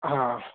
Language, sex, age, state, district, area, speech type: Sindhi, male, 18-30, Maharashtra, Thane, urban, conversation